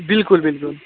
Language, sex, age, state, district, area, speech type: Hindi, male, 18-30, Bihar, Darbhanga, rural, conversation